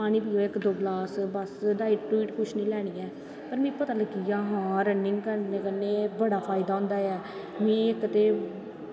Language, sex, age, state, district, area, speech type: Dogri, female, 18-30, Jammu and Kashmir, Jammu, rural, spontaneous